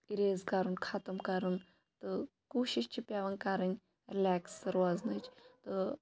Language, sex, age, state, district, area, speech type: Kashmiri, female, 18-30, Jammu and Kashmir, Shopian, rural, spontaneous